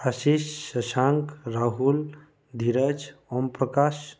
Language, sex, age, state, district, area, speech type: Hindi, male, 30-45, Madhya Pradesh, Ujjain, rural, spontaneous